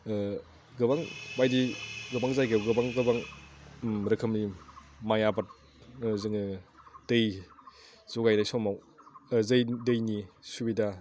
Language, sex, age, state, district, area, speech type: Bodo, male, 30-45, Assam, Udalguri, urban, spontaneous